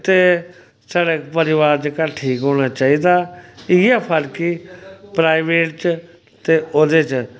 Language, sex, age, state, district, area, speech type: Dogri, male, 45-60, Jammu and Kashmir, Samba, rural, spontaneous